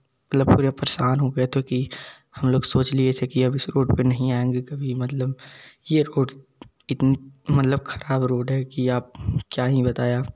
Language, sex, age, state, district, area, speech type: Hindi, male, 18-30, Uttar Pradesh, Jaunpur, urban, spontaneous